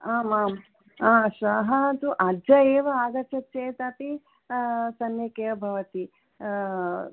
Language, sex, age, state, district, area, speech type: Sanskrit, female, 60+, Telangana, Peddapalli, urban, conversation